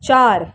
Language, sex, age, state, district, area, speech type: Marathi, female, 30-45, Maharashtra, Mumbai Suburban, urban, read